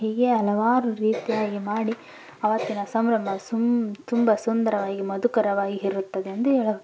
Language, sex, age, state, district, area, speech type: Kannada, female, 18-30, Karnataka, Koppal, rural, spontaneous